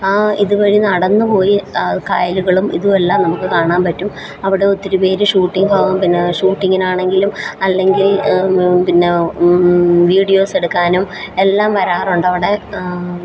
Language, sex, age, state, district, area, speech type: Malayalam, female, 30-45, Kerala, Alappuzha, rural, spontaneous